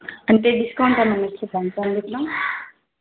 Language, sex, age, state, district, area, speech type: Telugu, female, 18-30, Telangana, Bhadradri Kothagudem, rural, conversation